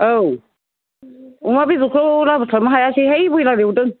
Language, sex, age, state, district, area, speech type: Bodo, female, 60+, Assam, Udalguri, rural, conversation